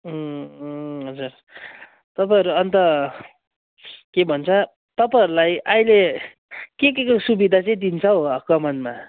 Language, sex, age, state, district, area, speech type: Nepali, male, 18-30, West Bengal, Darjeeling, rural, conversation